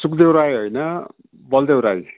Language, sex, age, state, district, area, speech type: Nepali, male, 60+, West Bengal, Kalimpong, rural, conversation